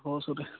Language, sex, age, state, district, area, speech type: Assamese, male, 18-30, Assam, Charaideo, rural, conversation